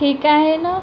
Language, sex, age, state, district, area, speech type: Marathi, female, 30-45, Maharashtra, Nagpur, urban, spontaneous